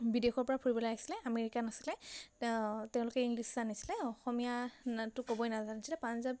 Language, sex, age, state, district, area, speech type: Assamese, female, 18-30, Assam, Majuli, urban, spontaneous